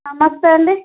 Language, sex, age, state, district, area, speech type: Telugu, female, 45-60, Telangana, Ranga Reddy, rural, conversation